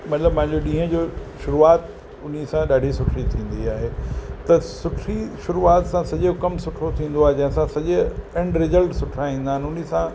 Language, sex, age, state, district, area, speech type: Sindhi, male, 45-60, Uttar Pradesh, Lucknow, rural, spontaneous